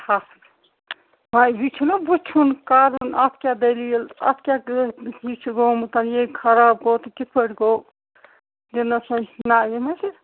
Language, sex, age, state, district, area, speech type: Kashmiri, female, 45-60, Jammu and Kashmir, Srinagar, urban, conversation